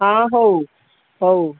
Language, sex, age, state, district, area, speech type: Odia, female, 45-60, Odisha, Ganjam, urban, conversation